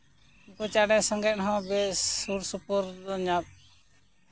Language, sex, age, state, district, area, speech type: Santali, male, 30-45, West Bengal, Purba Bardhaman, rural, spontaneous